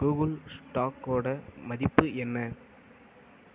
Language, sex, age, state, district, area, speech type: Tamil, male, 18-30, Tamil Nadu, Mayiladuthurai, urban, read